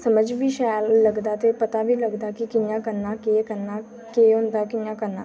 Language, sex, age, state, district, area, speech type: Dogri, female, 18-30, Jammu and Kashmir, Jammu, rural, spontaneous